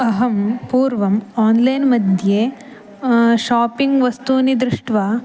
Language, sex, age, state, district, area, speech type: Sanskrit, female, 18-30, Karnataka, Uttara Kannada, rural, spontaneous